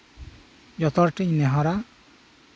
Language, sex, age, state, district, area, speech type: Santali, male, 30-45, West Bengal, Birbhum, rural, spontaneous